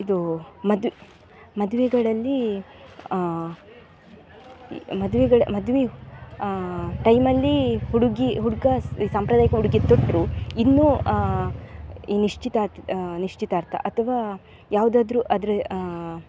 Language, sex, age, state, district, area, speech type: Kannada, female, 18-30, Karnataka, Dakshina Kannada, urban, spontaneous